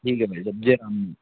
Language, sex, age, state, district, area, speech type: Hindi, male, 18-30, Madhya Pradesh, Bhopal, urban, conversation